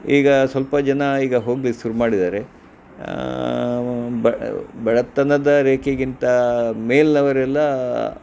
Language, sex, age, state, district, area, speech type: Kannada, male, 60+, Karnataka, Udupi, rural, spontaneous